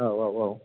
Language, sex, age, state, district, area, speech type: Bodo, male, 18-30, Assam, Chirang, urban, conversation